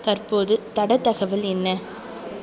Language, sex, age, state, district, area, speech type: Tamil, female, 18-30, Tamil Nadu, Thanjavur, urban, read